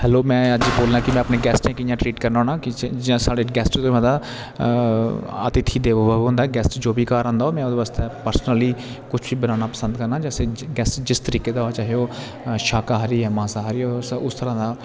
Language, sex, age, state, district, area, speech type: Dogri, male, 30-45, Jammu and Kashmir, Jammu, rural, spontaneous